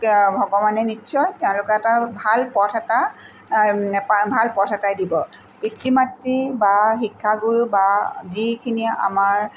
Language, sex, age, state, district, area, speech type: Assamese, female, 45-60, Assam, Tinsukia, rural, spontaneous